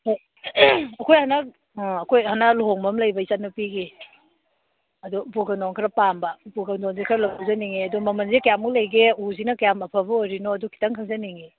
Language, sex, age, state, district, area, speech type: Manipuri, female, 30-45, Manipur, Kakching, rural, conversation